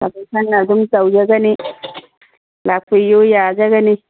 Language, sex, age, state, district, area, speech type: Manipuri, female, 60+, Manipur, Churachandpur, urban, conversation